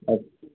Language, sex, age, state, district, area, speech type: Kannada, male, 45-60, Karnataka, Chikkaballapur, urban, conversation